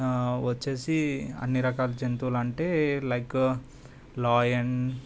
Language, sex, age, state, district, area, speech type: Telugu, male, 18-30, Telangana, Hyderabad, urban, spontaneous